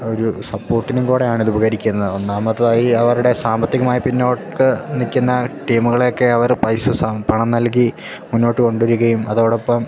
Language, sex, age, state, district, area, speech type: Malayalam, male, 18-30, Kerala, Idukki, rural, spontaneous